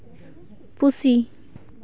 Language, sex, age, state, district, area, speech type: Santali, female, 18-30, West Bengal, Paschim Bardhaman, rural, read